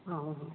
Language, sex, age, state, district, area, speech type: Assamese, female, 30-45, Assam, Majuli, urban, conversation